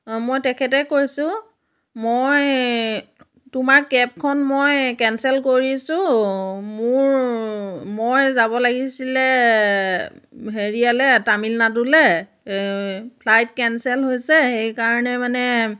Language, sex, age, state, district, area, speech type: Assamese, female, 60+, Assam, Biswanath, rural, spontaneous